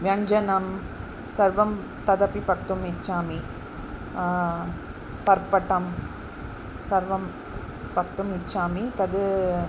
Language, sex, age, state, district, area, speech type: Sanskrit, female, 45-60, Tamil Nadu, Chennai, urban, spontaneous